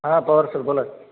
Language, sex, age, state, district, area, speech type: Marathi, male, 30-45, Maharashtra, Satara, rural, conversation